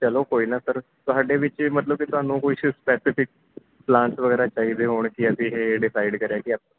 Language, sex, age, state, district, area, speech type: Punjabi, male, 18-30, Punjab, Kapurthala, rural, conversation